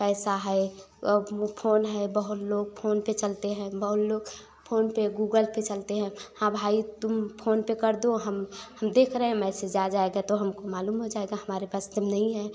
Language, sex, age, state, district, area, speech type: Hindi, female, 18-30, Uttar Pradesh, Prayagraj, rural, spontaneous